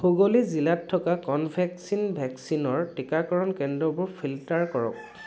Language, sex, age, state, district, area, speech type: Assamese, male, 18-30, Assam, Dhemaji, rural, read